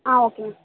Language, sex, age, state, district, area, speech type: Tamil, female, 18-30, Tamil Nadu, Thanjavur, urban, conversation